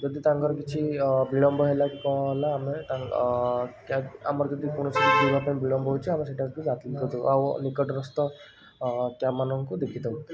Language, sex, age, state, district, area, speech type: Odia, male, 30-45, Odisha, Puri, urban, spontaneous